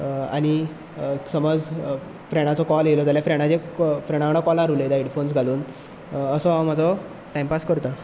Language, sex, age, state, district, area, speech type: Goan Konkani, male, 18-30, Goa, Bardez, rural, spontaneous